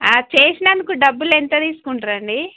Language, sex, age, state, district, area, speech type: Telugu, female, 30-45, Telangana, Warangal, rural, conversation